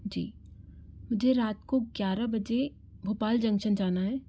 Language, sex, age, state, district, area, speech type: Hindi, female, 18-30, Madhya Pradesh, Bhopal, urban, spontaneous